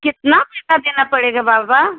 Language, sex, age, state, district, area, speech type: Hindi, female, 60+, Uttar Pradesh, Jaunpur, urban, conversation